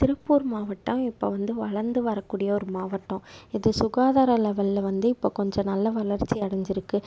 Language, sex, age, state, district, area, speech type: Tamil, female, 18-30, Tamil Nadu, Tiruppur, rural, spontaneous